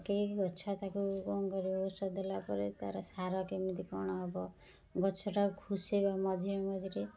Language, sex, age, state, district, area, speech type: Odia, female, 30-45, Odisha, Cuttack, urban, spontaneous